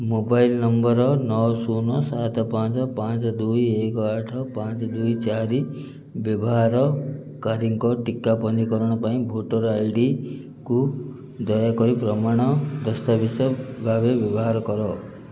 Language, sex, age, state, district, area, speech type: Odia, male, 30-45, Odisha, Ganjam, urban, read